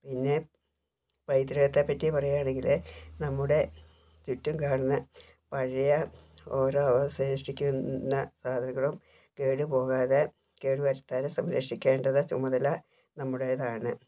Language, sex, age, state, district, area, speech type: Malayalam, female, 60+, Kerala, Wayanad, rural, spontaneous